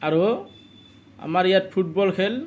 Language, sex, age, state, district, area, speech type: Assamese, male, 30-45, Assam, Nalbari, rural, spontaneous